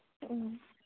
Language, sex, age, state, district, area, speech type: Manipuri, female, 30-45, Manipur, Imphal East, rural, conversation